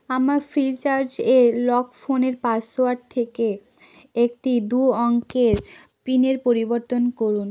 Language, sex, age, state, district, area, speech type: Bengali, female, 30-45, West Bengal, South 24 Parganas, rural, read